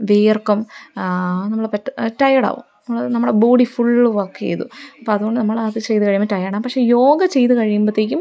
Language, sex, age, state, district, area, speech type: Malayalam, female, 30-45, Kerala, Idukki, rural, spontaneous